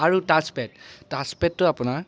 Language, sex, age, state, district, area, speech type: Assamese, male, 18-30, Assam, Biswanath, rural, spontaneous